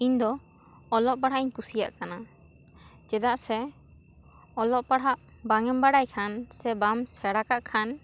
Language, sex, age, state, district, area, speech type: Santali, female, 18-30, West Bengal, Bankura, rural, spontaneous